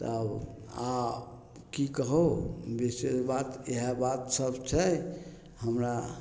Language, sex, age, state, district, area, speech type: Maithili, male, 45-60, Bihar, Samastipur, rural, spontaneous